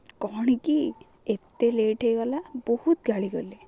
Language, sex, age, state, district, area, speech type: Odia, female, 18-30, Odisha, Jagatsinghpur, rural, spontaneous